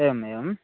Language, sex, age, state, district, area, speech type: Sanskrit, male, 18-30, Karnataka, Chikkamagaluru, rural, conversation